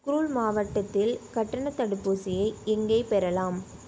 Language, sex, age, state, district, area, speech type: Tamil, female, 18-30, Tamil Nadu, Coimbatore, rural, read